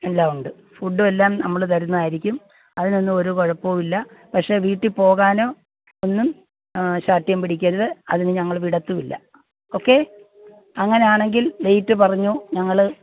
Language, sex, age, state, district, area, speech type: Malayalam, female, 45-60, Kerala, Alappuzha, rural, conversation